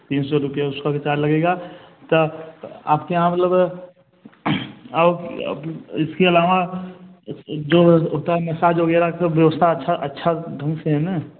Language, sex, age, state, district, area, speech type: Hindi, male, 18-30, Uttar Pradesh, Bhadohi, rural, conversation